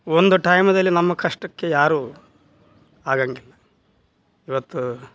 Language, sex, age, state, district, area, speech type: Kannada, male, 30-45, Karnataka, Koppal, rural, spontaneous